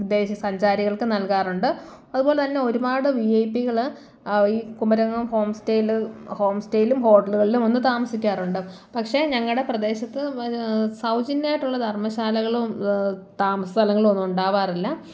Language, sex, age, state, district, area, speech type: Malayalam, female, 18-30, Kerala, Kottayam, rural, spontaneous